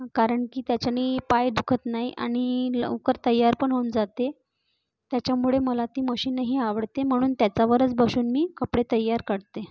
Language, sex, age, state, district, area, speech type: Marathi, female, 30-45, Maharashtra, Nagpur, urban, spontaneous